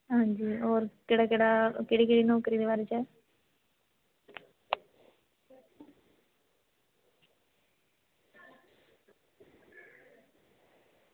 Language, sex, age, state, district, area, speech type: Dogri, female, 18-30, Jammu and Kashmir, Samba, rural, conversation